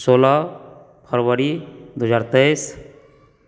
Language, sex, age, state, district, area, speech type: Maithili, female, 30-45, Bihar, Supaul, rural, spontaneous